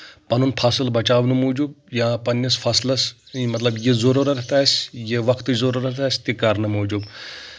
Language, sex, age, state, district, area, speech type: Kashmiri, male, 18-30, Jammu and Kashmir, Anantnag, rural, spontaneous